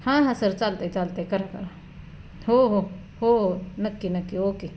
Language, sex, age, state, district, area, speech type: Marathi, female, 30-45, Maharashtra, Satara, rural, spontaneous